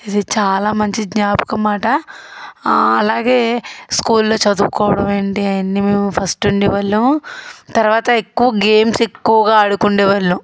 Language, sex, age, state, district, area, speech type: Telugu, female, 18-30, Andhra Pradesh, Palnadu, urban, spontaneous